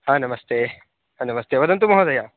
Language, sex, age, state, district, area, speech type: Sanskrit, male, 18-30, Karnataka, Dakshina Kannada, rural, conversation